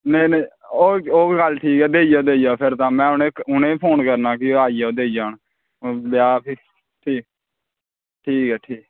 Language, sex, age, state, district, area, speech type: Dogri, male, 18-30, Jammu and Kashmir, Kathua, rural, conversation